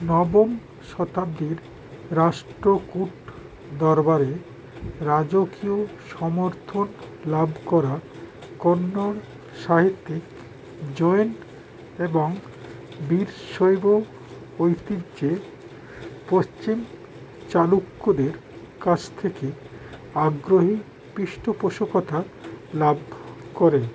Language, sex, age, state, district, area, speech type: Bengali, male, 60+, West Bengal, Howrah, urban, read